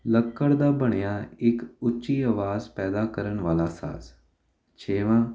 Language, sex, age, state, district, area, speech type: Punjabi, male, 18-30, Punjab, Jalandhar, urban, spontaneous